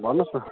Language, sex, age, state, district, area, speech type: Nepali, male, 60+, West Bengal, Kalimpong, rural, conversation